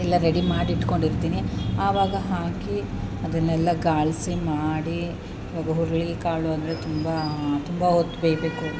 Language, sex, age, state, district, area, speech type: Kannada, female, 30-45, Karnataka, Chamarajanagar, rural, spontaneous